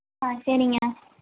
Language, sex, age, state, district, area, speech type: Tamil, female, 18-30, Tamil Nadu, Kallakurichi, rural, conversation